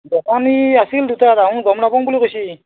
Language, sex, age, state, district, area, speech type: Assamese, male, 30-45, Assam, Barpeta, rural, conversation